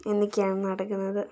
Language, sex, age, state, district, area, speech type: Malayalam, female, 18-30, Kerala, Wayanad, rural, spontaneous